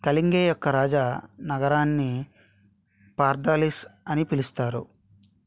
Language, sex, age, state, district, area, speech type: Telugu, male, 30-45, Andhra Pradesh, Vizianagaram, rural, read